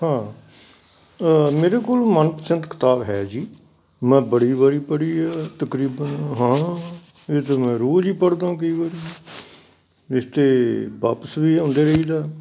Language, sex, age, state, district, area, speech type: Punjabi, male, 60+, Punjab, Amritsar, urban, spontaneous